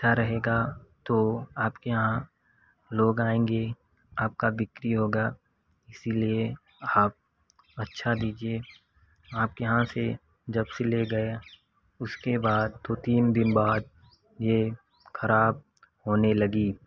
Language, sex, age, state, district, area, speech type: Hindi, male, 18-30, Uttar Pradesh, Prayagraj, rural, spontaneous